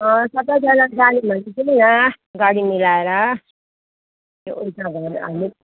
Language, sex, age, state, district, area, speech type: Nepali, female, 60+, West Bengal, Jalpaiguri, rural, conversation